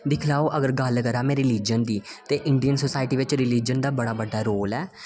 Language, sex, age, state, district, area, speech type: Dogri, male, 18-30, Jammu and Kashmir, Reasi, rural, spontaneous